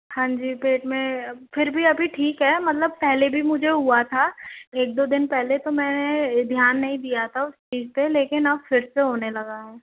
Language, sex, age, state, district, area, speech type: Hindi, female, 18-30, Madhya Pradesh, Jabalpur, urban, conversation